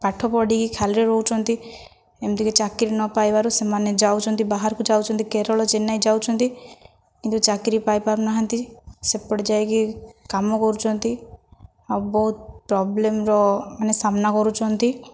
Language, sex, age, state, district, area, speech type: Odia, female, 30-45, Odisha, Kandhamal, rural, spontaneous